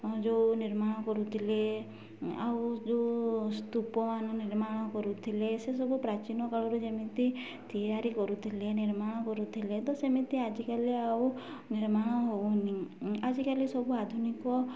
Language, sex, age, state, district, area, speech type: Odia, female, 18-30, Odisha, Mayurbhanj, rural, spontaneous